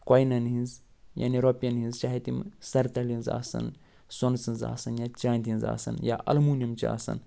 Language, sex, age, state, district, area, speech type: Kashmiri, male, 45-60, Jammu and Kashmir, Ganderbal, urban, spontaneous